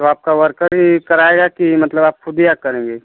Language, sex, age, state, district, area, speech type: Hindi, male, 30-45, Uttar Pradesh, Mau, urban, conversation